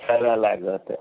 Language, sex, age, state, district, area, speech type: Telugu, male, 60+, Andhra Pradesh, N T Rama Rao, urban, conversation